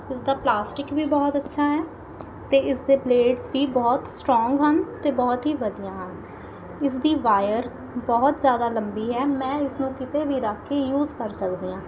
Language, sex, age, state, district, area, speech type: Punjabi, female, 18-30, Punjab, Mohali, urban, spontaneous